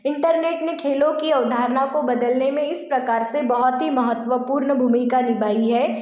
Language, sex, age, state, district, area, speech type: Hindi, female, 18-30, Madhya Pradesh, Betul, rural, spontaneous